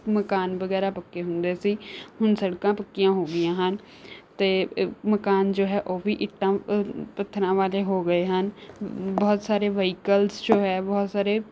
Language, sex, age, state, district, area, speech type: Punjabi, female, 18-30, Punjab, Rupnagar, urban, spontaneous